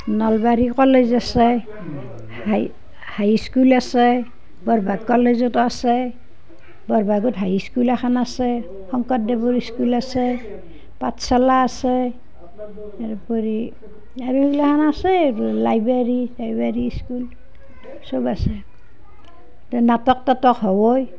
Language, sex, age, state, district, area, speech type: Assamese, female, 60+, Assam, Nalbari, rural, spontaneous